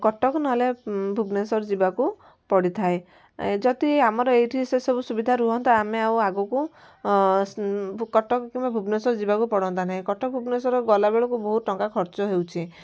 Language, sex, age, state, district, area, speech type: Odia, female, 18-30, Odisha, Kendujhar, urban, spontaneous